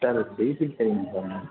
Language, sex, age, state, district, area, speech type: Tamil, male, 18-30, Tamil Nadu, Tiruvarur, rural, conversation